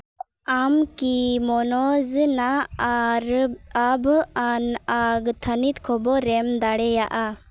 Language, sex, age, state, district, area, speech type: Santali, female, 18-30, Jharkhand, Seraikela Kharsawan, rural, read